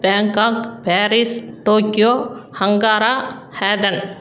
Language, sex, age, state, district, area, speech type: Tamil, female, 45-60, Tamil Nadu, Salem, rural, spontaneous